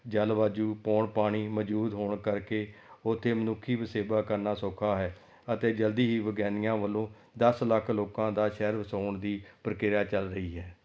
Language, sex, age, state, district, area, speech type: Punjabi, male, 45-60, Punjab, Amritsar, urban, spontaneous